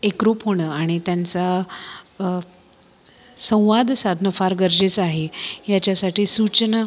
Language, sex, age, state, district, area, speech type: Marathi, female, 30-45, Maharashtra, Buldhana, urban, spontaneous